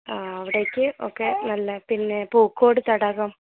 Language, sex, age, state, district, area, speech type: Malayalam, female, 30-45, Kerala, Wayanad, rural, conversation